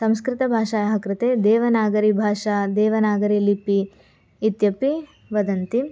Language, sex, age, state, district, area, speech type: Sanskrit, female, 18-30, Karnataka, Dharwad, urban, spontaneous